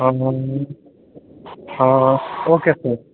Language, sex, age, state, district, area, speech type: Kannada, male, 18-30, Karnataka, Kolar, rural, conversation